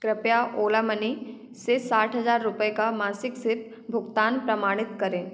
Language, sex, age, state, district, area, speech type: Hindi, female, 18-30, Madhya Pradesh, Gwalior, rural, read